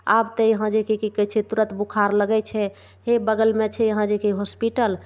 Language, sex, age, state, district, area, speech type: Maithili, female, 45-60, Bihar, Begusarai, urban, spontaneous